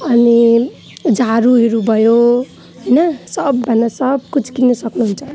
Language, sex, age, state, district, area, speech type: Nepali, female, 18-30, West Bengal, Alipurduar, urban, spontaneous